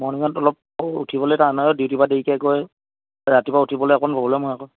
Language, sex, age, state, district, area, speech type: Assamese, male, 18-30, Assam, Lakhimpur, urban, conversation